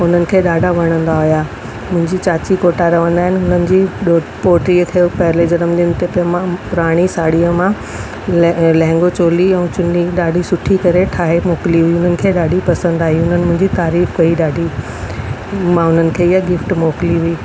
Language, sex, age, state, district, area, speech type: Sindhi, female, 45-60, Delhi, South Delhi, urban, spontaneous